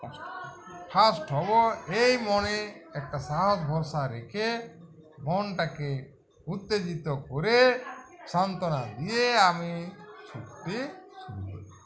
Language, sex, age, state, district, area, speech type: Bengali, male, 45-60, West Bengal, Uttar Dinajpur, rural, spontaneous